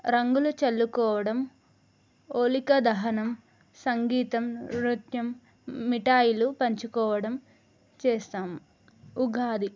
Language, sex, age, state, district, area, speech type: Telugu, female, 18-30, Telangana, Adilabad, urban, spontaneous